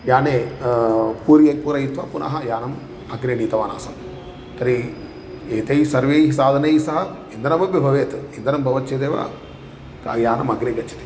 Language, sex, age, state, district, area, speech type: Sanskrit, male, 30-45, Telangana, Karimnagar, rural, spontaneous